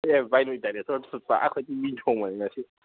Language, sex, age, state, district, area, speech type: Manipuri, male, 18-30, Manipur, Kangpokpi, urban, conversation